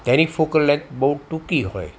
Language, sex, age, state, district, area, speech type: Gujarati, male, 60+, Gujarat, Anand, urban, spontaneous